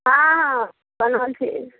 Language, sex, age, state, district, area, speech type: Maithili, female, 45-60, Bihar, Araria, rural, conversation